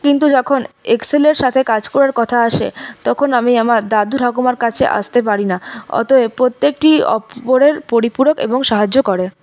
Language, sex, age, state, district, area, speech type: Bengali, female, 30-45, West Bengal, Paschim Bardhaman, urban, spontaneous